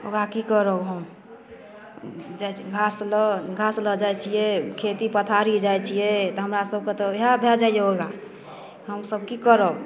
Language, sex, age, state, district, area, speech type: Maithili, female, 30-45, Bihar, Darbhanga, rural, spontaneous